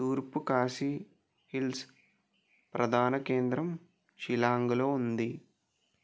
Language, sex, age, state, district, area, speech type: Telugu, male, 60+, Andhra Pradesh, West Godavari, rural, read